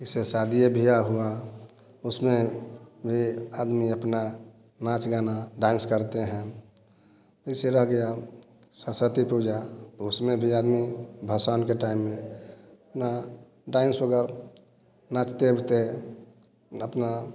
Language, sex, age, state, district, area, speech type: Hindi, male, 45-60, Bihar, Samastipur, rural, spontaneous